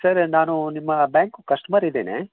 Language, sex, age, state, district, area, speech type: Kannada, male, 60+, Karnataka, Koppal, rural, conversation